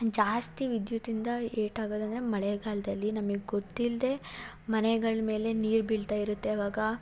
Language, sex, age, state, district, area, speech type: Kannada, female, 30-45, Karnataka, Hassan, urban, spontaneous